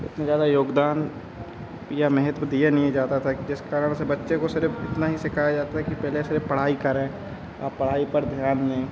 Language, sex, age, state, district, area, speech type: Hindi, male, 30-45, Madhya Pradesh, Hoshangabad, rural, spontaneous